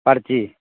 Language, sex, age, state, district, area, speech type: Maithili, male, 45-60, Bihar, Madhepura, rural, conversation